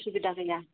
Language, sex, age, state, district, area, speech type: Bodo, female, 30-45, Assam, Kokrajhar, rural, conversation